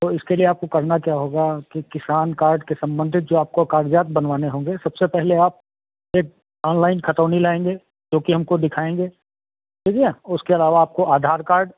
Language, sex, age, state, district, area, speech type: Hindi, male, 45-60, Uttar Pradesh, Sitapur, rural, conversation